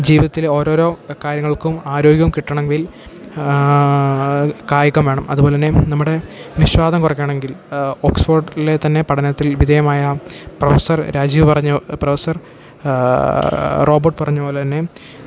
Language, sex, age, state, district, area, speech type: Malayalam, male, 18-30, Kerala, Idukki, rural, spontaneous